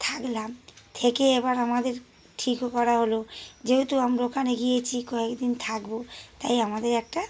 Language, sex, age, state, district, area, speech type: Bengali, female, 45-60, West Bengal, Howrah, urban, spontaneous